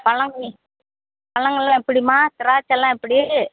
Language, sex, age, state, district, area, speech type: Tamil, female, 60+, Tamil Nadu, Perambalur, rural, conversation